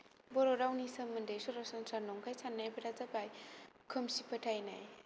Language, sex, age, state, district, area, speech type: Bodo, female, 18-30, Assam, Kokrajhar, rural, spontaneous